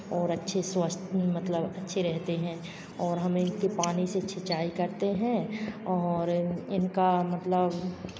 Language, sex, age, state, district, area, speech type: Hindi, female, 45-60, Madhya Pradesh, Hoshangabad, urban, spontaneous